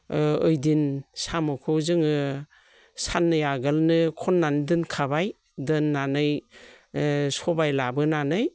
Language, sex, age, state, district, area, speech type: Bodo, female, 45-60, Assam, Baksa, rural, spontaneous